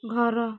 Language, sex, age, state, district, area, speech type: Odia, female, 45-60, Odisha, Kalahandi, rural, read